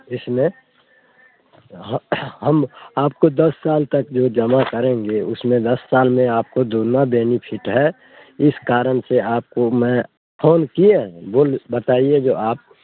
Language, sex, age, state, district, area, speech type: Hindi, male, 60+, Bihar, Muzaffarpur, rural, conversation